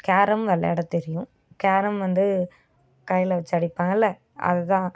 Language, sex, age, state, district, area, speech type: Tamil, female, 18-30, Tamil Nadu, Coimbatore, rural, spontaneous